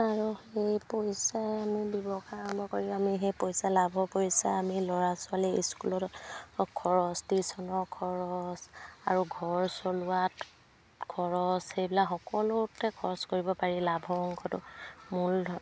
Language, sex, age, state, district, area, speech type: Assamese, female, 45-60, Assam, Dibrugarh, rural, spontaneous